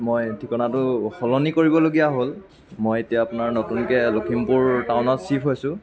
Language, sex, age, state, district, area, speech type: Assamese, male, 45-60, Assam, Lakhimpur, rural, spontaneous